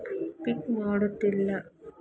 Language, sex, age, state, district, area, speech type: Kannada, female, 60+, Karnataka, Kolar, rural, spontaneous